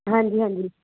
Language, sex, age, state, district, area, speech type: Punjabi, female, 18-30, Punjab, Muktsar, urban, conversation